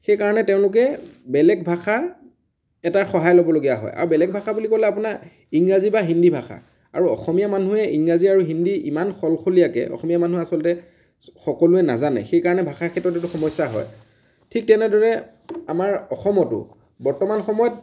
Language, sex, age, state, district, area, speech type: Assamese, male, 30-45, Assam, Dibrugarh, rural, spontaneous